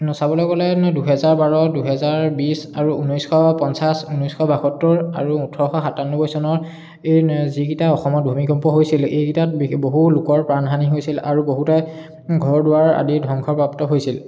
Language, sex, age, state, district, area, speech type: Assamese, male, 18-30, Assam, Charaideo, urban, spontaneous